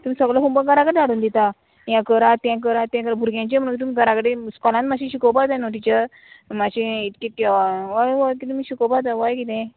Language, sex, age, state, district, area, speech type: Goan Konkani, female, 45-60, Goa, Murmgao, rural, conversation